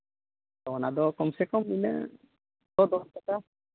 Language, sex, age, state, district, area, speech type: Santali, male, 45-60, Jharkhand, East Singhbhum, rural, conversation